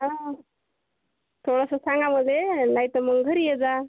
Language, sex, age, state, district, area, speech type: Marathi, female, 30-45, Maharashtra, Washim, rural, conversation